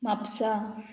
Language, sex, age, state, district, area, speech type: Goan Konkani, female, 18-30, Goa, Murmgao, urban, spontaneous